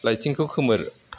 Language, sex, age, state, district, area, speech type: Bodo, male, 60+, Assam, Chirang, urban, read